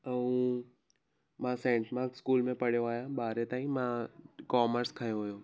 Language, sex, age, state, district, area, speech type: Sindhi, male, 18-30, Gujarat, Surat, urban, spontaneous